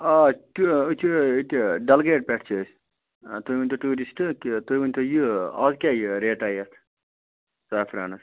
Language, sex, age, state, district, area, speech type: Kashmiri, male, 30-45, Jammu and Kashmir, Budgam, rural, conversation